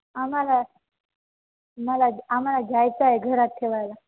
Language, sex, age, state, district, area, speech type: Marathi, female, 18-30, Maharashtra, Nanded, urban, conversation